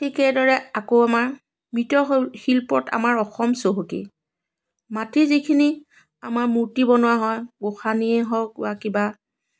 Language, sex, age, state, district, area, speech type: Assamese, female, 45-60, Assam, Biswanath, rural, spontaneous